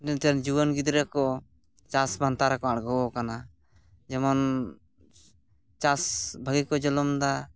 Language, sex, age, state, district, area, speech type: Santali, male, 30-45, West Bengal, Purulia, rural, spontaneous